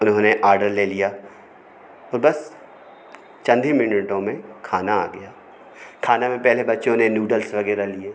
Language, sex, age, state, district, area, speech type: Hindi, male, 45-60, Madhya Pradesh, Hoshangabad, urban, spontaneous